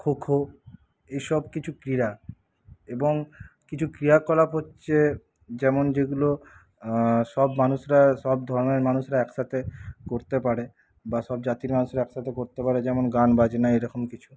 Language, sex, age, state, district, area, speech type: Bengali, male, 45-60, West Bengal, Paschim Bardhaman, rural, spontaneous